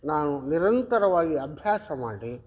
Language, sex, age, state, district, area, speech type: Kannada, male, 60+, Karnataka, Vijayanagara, rural, spontaneous